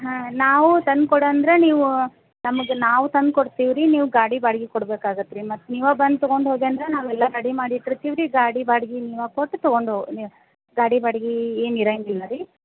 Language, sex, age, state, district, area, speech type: Kannada, female, 30-45, Karnataka, Gadag, rural, conversation